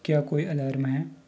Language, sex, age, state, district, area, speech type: Hindi, male, 45-60, Madhya Pradesh, Balaghat, rural, read